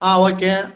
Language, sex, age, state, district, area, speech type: Kannada, male, 30-45, Karnataka, Mandya, rural, conversation